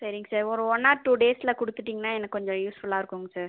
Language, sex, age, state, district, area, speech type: Tamil, female, 30-45, Tamil Nadu, Viluppuram, urban, conversation